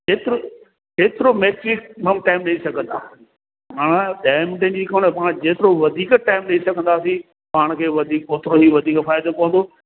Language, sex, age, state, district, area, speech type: Sindhi, male, 60+, Rajasthan, Ajmer, rural, conversation